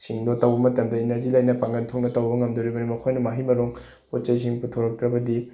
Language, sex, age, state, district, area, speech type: Manipuri, male, 18-30, Manipur, Bishnupur, rural, spontaneous